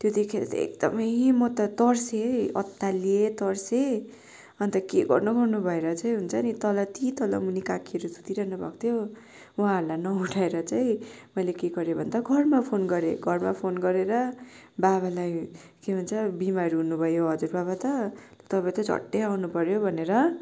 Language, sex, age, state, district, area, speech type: Nepali, female, 18-30, West Bengal, Darjeeling, rural, spontaneous